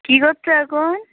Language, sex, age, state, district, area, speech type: Bengali, female, 30-45, West Bengal, Uttar Dinajpur, urban, conversation